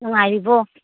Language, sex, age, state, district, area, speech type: Manipuri, female, 30-45, Manipur, Imphal East, urban, conversation